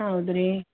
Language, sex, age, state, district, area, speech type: Kannada, female, 30-45, Karnataka, Gulbarga, urban, conversation